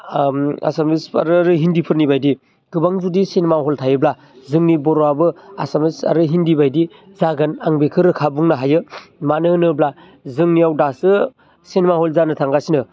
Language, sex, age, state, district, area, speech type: Bodo, male, 30-45, Assam, Baksa, urban, spontaneous